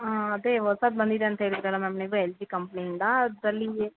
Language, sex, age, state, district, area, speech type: Kannada, female, 30-45, Karnataka, Bellary, rural, conversation